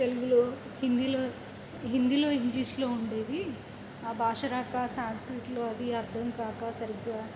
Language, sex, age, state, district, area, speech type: Telugu, female, 30-45, Andhra Pradesh, N T Rama Rao, urban, spontaneous